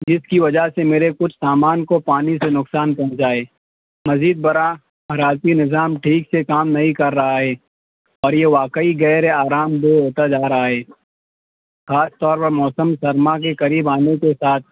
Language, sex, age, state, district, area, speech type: Urdu, male, 18-30, Maharashtra, Nashik, rural, conversation